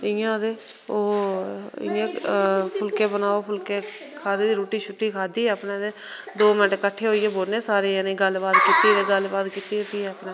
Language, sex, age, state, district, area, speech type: Dogri, female, 30-45, Jammu and Kashmir, Reasi, rural, spontaneous